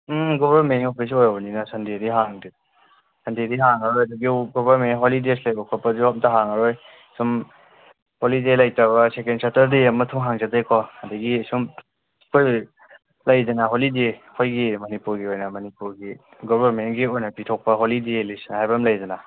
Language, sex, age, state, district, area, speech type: Manipuri, male, 18-30, Manipur, Kangpokpi, urban, conversation